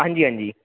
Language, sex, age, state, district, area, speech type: Dogri, male, 18-30, Jammu and Kashmir, Jammu, urban, conversation